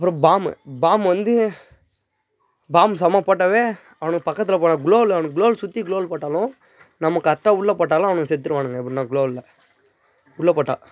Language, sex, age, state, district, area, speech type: Tamil, male, 18-30, Tamil Nadu, Tiruvannamalai, rural, spontaneous